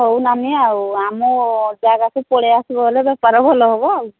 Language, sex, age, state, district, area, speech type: Odia, female, 45-60, Odisha, Angul, rural, conversation